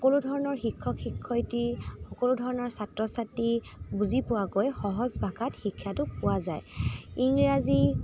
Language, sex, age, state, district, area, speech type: Assamese, female, 30-45, Assam, Dibrugarh, rural, spontaneous